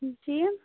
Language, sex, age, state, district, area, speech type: Hindi, female, 30-45, Uttar Pradesh, Chandauli, rural, conversation